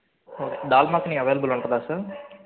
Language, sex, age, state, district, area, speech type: Telugu, male, 18-30, Andhra Pradesh, N T Rama Rao, urban, conversation